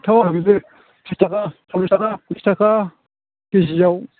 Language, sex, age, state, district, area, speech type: Bodo, male, 45-60, Assam, Chirang, rural, conversation